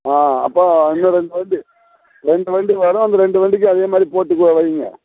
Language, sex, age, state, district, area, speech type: Tamil, male, 60+, Tamil Nadu, Kallakurichi, urban, conversation